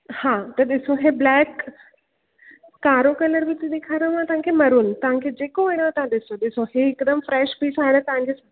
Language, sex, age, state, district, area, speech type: Sindhi, female, 18-30, Gujarat, Surat, urban, conversation